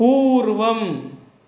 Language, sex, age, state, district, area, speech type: Sanskrit, male, 30-45, Telangana, Medak, rural, read